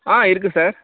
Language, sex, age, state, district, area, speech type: Tamil, male, 30-45, Tamil Nadu, Tiruchirappalli, rural, conversation